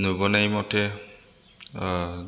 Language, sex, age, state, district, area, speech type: Bodo, male, 30-45, Assam, Chirang, rural, spontaneous